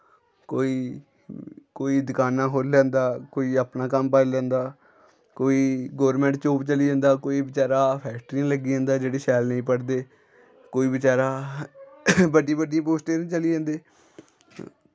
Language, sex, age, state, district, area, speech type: Dogri, male, 18-30, Jammu and Kashmir, Samba, rural, spontaneous